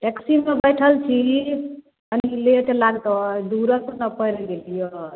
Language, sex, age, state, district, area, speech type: Maithili, female, 30-45, Bihar, Samastipur, urban, conversation